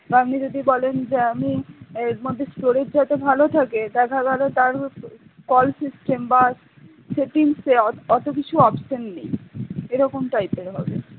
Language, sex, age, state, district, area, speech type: Bengali, female, 60+, West Bengal, Purba Bardhaman, rural, conversation